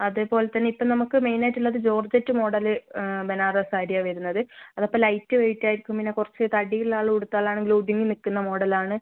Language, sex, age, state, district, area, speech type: Malayalam, female, 18-30, Kerala, Kannur, rural, conversation